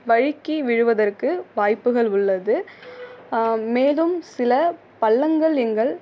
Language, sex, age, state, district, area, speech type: Tamil, female, 18-30, Tamil Nadu, Ariyalur, rural, spontaneous